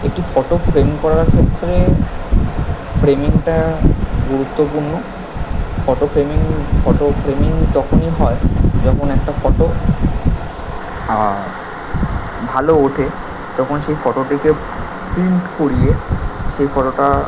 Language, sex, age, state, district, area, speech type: Bengali, male, 18-30, West Bengal, Kolkata, urban, spontaneous